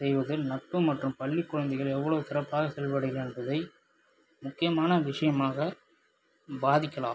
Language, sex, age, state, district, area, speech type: Tamil, male, 30-45, Tamil Nadu, Viluppuram, rural, spontaneous